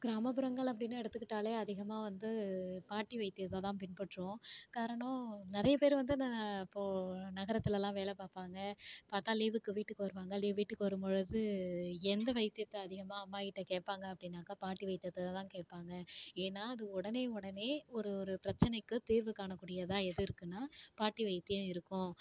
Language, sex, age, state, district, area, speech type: Tamil, female, 18-30, Tamil Nadu, Tiruvarur, rural, spontaneous